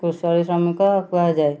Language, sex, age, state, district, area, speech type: Odia, male, 18-30, Odisha, Kendujhar, urban, spontaneous